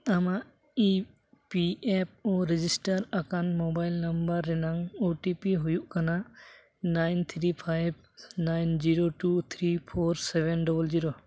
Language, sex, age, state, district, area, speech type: Santali, male, 18-30, West Bengal, Uttar Dinajpur, rural, read